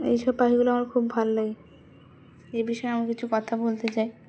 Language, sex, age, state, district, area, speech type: Bengali, female, 18-30, West Bengal, Dakshin Dinajpur, urban, spontaneous